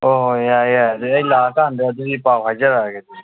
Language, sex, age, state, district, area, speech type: Manipuri, male, 18-30, Manipur, Kangpokpi, urban, conversation